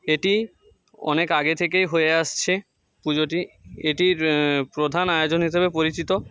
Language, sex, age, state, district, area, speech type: Bengali, male, 30-45, West Bengal, Jhargram, rural, spontaneous